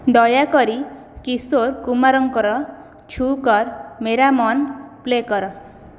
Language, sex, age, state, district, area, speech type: Odia, female, 18-30, Odisha, Khordha, rural, read